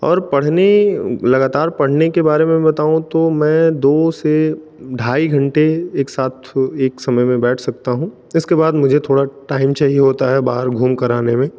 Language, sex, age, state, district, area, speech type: Hindi, male, 18-30, Delhi, New Delhi, urban, spontaneous